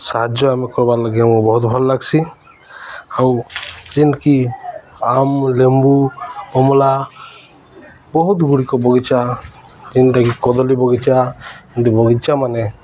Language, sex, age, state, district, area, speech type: Odia, male, 30-45, Odisha, Balangir, urban, spontaneous